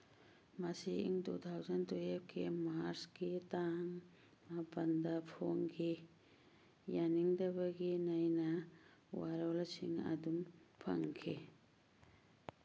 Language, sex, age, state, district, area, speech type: Manipuri, female, 45-60, Manipur, Churachandpur, urban, read